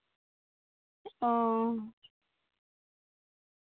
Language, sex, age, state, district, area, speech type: Santali, female, 18-30, West Bengal, Birbhum, rural, conversation